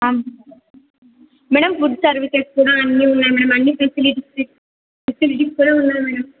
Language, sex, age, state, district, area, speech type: Telugu, female, 18-30, Andhra Pradesh, Anantapur, urban, conversation